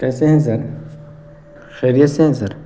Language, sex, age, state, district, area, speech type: Urdu, male, 30-45, Uttar Pradesh, Muzaffarnagar, urban, spontaneous